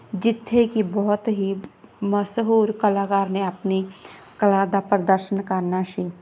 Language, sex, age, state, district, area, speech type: Punjabi, female, 18-30, Punjab, Barnala, rural, spontaneous